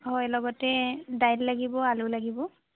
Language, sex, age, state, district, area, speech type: Assamese, female, 18-30, Assam, Lakhimpur, rural, conversation